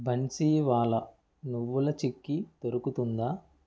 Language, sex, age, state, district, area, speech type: Telugu, male, 30-45, Andhra Pradesh, Kakinada, rural, read